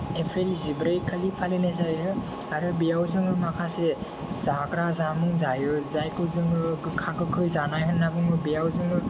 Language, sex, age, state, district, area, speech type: Bodo, male, 18-30, Assam, Kokrajhar, rural, spontaneous